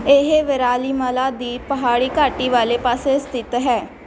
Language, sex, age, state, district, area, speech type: Punjabi, female, 18-30, Punjab, Shaheed Bhagat Singh Nagar, rural, read